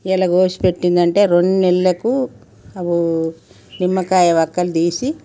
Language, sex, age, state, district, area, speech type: Telugu, female, 60+, Telangana, Peddapalli, rural, spontaneous